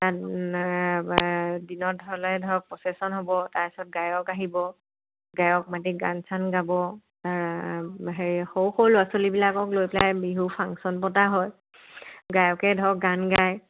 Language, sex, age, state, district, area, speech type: Assamese, female, 30-45, Assam, Sivasagar, rural, conversation